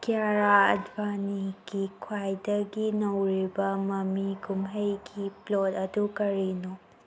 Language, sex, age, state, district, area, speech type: Manipuri, female, 18-30, Manipur, Tengnoupal, urban, read